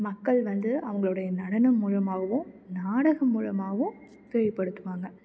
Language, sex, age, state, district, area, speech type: Tamil, female, 18-30, Tamil Nadu, Tiruchirappalli, rural, spontaneous